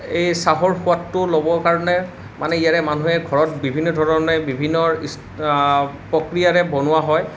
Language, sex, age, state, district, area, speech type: Assamese, male, 18-30, Assam, Nalbari, rural, spontaneous